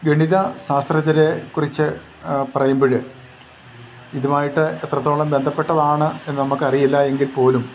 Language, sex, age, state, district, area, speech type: Malayalam, male, 45-60, Kerala, Idukki, rural, spontaneous